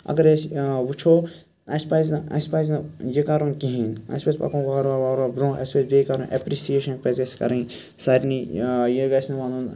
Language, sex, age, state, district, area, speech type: Kashmiri, male, 30-45, Jammu and Kashmir, Srinagar, urban, spontaneous